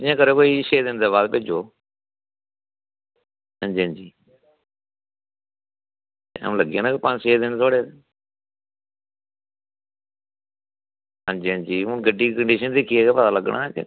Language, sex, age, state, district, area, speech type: Dogri, male, 45-60, Jammu and Kashmir, Samba, rural, conversation